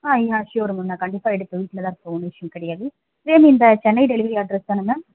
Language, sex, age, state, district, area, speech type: Tamil, female, 18-30, Tamil Nadu, Chennai, urban, conversation